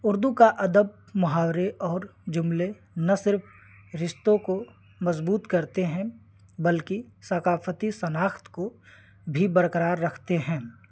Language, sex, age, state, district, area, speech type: Urdu, male, 18-30, Delhi, New Delhi, rural, spontaneous